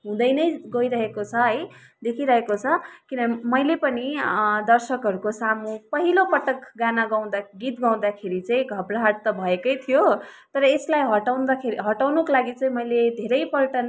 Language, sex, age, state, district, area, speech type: Nepali, female, 30-45, West Bengal, Kalimpong, rural, spontaneous